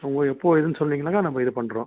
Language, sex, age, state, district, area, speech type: Tamil, male, 45-60, Tamil Nadu, Krishnagiri, rural, conversation